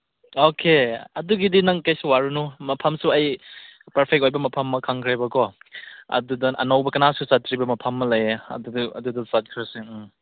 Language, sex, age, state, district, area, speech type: Manipuri, male, 30-45, Manipur, Chandel, rural, conversation